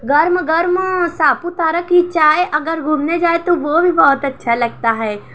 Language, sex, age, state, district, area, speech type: Urdu, female, 18-30, Maharashtra, Nashik, rural, spontaneous